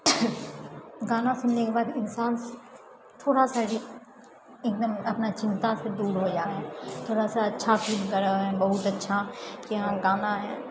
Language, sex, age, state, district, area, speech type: Maithili, female, 18-30, Bihar, Purnia, rural, spontaneous